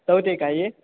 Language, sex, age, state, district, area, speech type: Kannada, male, 18-30, Karnataka, Shimoga, rural, conversation